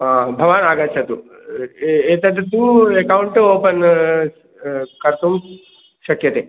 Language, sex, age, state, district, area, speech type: Sanskrit, male, 45-60, Uttar Pradesh, Prayagraj, urban, conversation